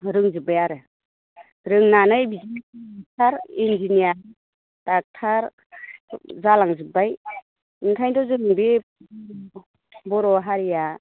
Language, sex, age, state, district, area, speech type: Bodo, female, 30-45, Assam, Baksa, rural, conversation